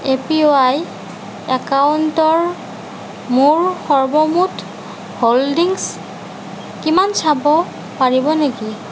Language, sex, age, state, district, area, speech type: Assamese, female, 30-45, Assam, Nagaon, rural, read